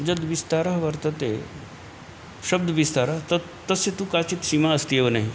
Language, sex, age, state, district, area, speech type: Sanskrit, male, 60+, Uttar Pradesh, Ghazipur, urban, spontaneous